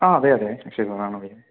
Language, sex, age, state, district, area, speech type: Malayalam, male, 18-30, Kerala, Kozhikode, rural, conversation